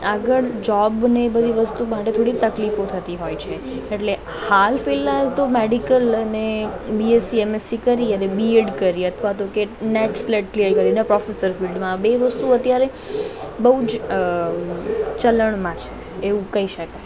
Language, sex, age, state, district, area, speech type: Gujarati, female, 30-45, Gujarat, Morbi, rural, spontaneous